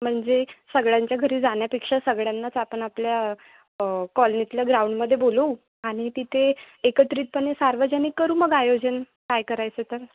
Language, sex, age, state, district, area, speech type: Marathi, female, 18-30, Maharashtra, Wardha, rural, conversation